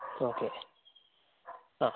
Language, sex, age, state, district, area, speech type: Malayalam, male, 45-60, Kerala, Wayanad, rural, conversation